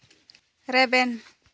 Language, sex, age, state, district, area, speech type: Santali, female, 18-30, West Bengal, Jhargram, rural, read